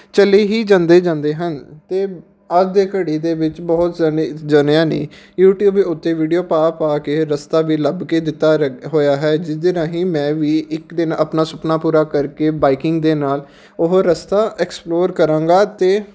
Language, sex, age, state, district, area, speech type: Punjabi, male, 18-30, Punjab, Patiala, urban, spontaneous